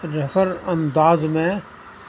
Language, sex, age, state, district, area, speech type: Urdu, male, 60+, Uttar Pradesh, Muzaffarnagar, urban, spontaneous